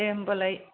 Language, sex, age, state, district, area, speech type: Bodo, female, 60+, Assam, Kokrajhar, rural, conversation